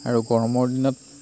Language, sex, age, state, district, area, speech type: Assamese, male, 30-45, Assam, Darrang, rural, spontaneous